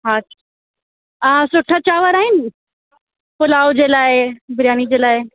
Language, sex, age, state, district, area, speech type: Sindhi, female, 18-30, Delhi, South Delhi, urban, conversation